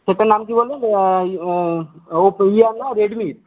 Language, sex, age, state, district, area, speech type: Bengali, male, 60+, West Bengal, Paschim Medinipur, rural, conversation